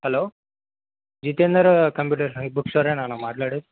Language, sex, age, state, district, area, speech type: Telugu, male, 18-30, Telangana, Yadadri Bhuvanagiri, urban, conversation